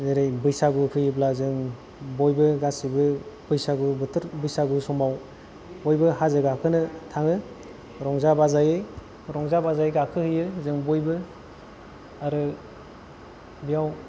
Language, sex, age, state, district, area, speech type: Bodo, male, 18-30, Assam, Kokrajhar, rural, spontaneous